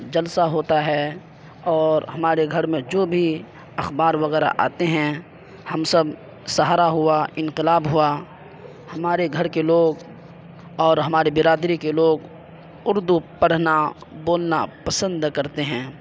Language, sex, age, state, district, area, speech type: Urdu, male, 30-45, Bihar, Purnia, rural, spontaneous